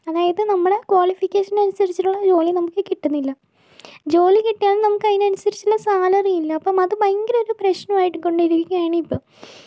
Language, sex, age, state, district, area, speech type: Malayalam, female, 45-60, Kerala, Kozhikode, urban, spontaneous